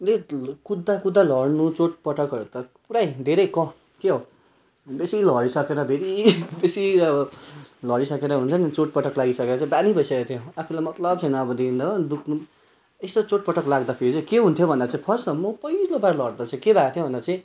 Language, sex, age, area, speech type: Nepali, male, 18-30, rural, spontaneous